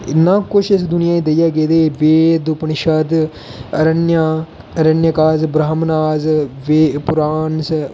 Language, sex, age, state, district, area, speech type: Dogri, male, 18-30, Jammu and Kashmir, Reasi, rural, spontaneous